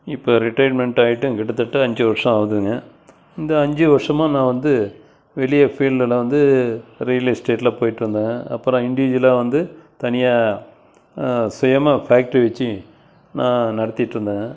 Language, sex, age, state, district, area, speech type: Tamil, male, 60+, Tamil Nadu, Krishnagiri, rural, spontaneous